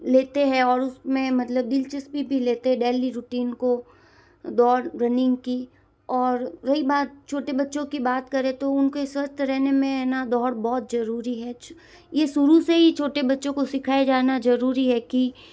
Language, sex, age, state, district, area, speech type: Hindi, female, 60+, Rajasthan, Jodhpur, urban, spontaneous